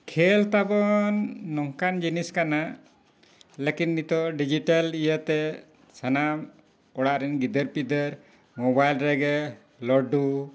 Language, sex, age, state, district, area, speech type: Santali, male, 60+, Jharkhand, Bokaro, rural, spontaneous